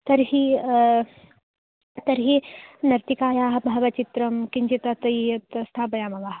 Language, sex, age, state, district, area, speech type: Sanskrit, female, 18-30, Karnataka, Dharwad, urban, conversation